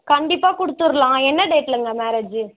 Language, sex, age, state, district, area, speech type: Tamil, female, 18-30, Tamil Nadu, Ranipet, rural, conversation